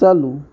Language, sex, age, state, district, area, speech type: Marathi, male, 60+, Maharashtra, Amravati, rural, read